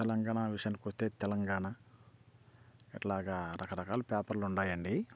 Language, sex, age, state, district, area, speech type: Telugu, male, 45-60, Andhra Pradesh, Bapatla, rural, spontaneous